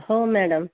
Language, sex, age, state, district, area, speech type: Marathi, female, 60+, Maharashtra, Osmanabad, rural, conversation